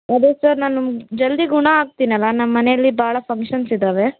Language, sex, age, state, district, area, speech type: Kannada, female, 18-30, Karnataka, Davanagere, rural, conversation